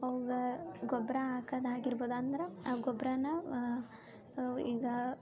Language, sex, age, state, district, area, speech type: Kannada, female, 18-30, Karnataka, Koppal, rural, spontaneous